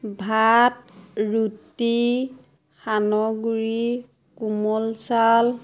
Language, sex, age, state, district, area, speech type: Assamese, female, 30-45, Assam, Majuli, urban, spontaneous